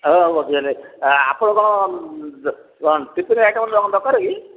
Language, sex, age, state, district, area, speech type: Odia, male, 60+, Odisha, Gajapati, rural, conversation